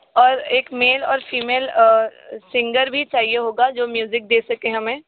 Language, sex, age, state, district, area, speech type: Hindi, female, 18-30, Uttar Pradesh, Sonbhadra, rural, conversation